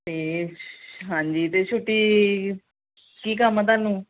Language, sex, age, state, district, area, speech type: Punjabi, female, 45-60, Punjab, Gurdaspur, rural, conversation